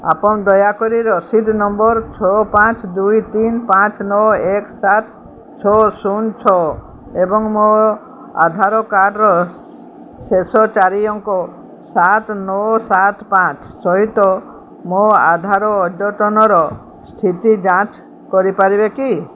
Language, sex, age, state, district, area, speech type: Odia, female, 60+, Odisha, Sundergarh, urban, read